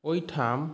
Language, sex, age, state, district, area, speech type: Maithili, male, 45-60, Bihar, Sitamarhi, rural, spontaneous